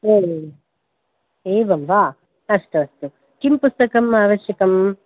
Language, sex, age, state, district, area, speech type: Sanskrit, female, 45-60, Karnataka, Bangalore Urban, urban, conversation